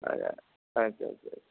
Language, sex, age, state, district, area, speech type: Bengali, male, 45-60, West Bengal, Hooghly, urban, conversation